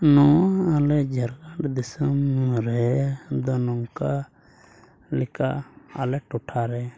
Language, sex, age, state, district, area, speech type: Santali, male, 18-30, Jharkhand, Pakur, rural, spontaneous